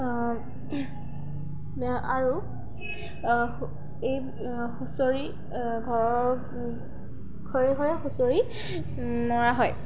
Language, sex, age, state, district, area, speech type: Assamese, female, 18-30, Assam, Sivasagar, rural, spontaneous